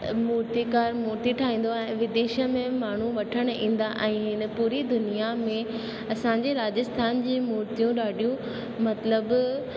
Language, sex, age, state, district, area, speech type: Sindhi, female, 18-30, Rajasthan, Ajmer, urban, spontaneous